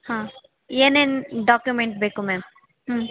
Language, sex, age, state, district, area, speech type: Kannada, female, 18-30, Karnataka, Chamarajanagar, rural, conversation